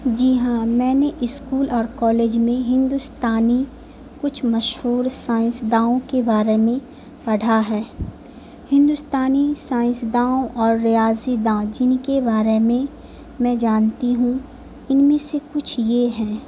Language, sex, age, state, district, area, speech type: Urdu, female, 18-30, Bihar, Madhubani, rural, spontaneous